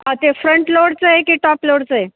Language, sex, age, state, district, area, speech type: Marathi, female, 45-60, Maharashtra, Ahmednagar, rural, conversation